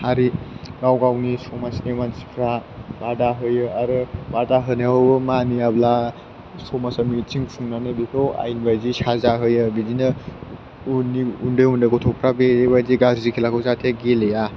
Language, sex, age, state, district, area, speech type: Bodo, male, 18-30, Assam, Chirang, rural, spontaneous